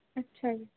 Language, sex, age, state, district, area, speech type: Punjabi, female, 18-30, Punjab, Barnala, rural, conversation